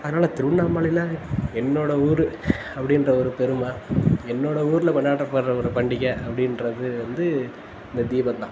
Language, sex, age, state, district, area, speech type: Tamil, male, 18-30, Tamil Nadu, Tiruvannamalai, urban, spontaneous